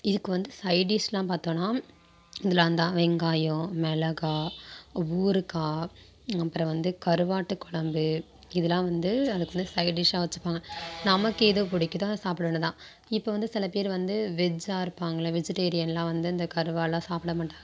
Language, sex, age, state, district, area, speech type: Tamil, female, 45-60, Tamil Nadu, Tiruvarur, rural, spontaneous